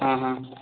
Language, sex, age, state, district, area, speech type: Odia, male, 18-30, Odisha, Rayagada, urban, conversation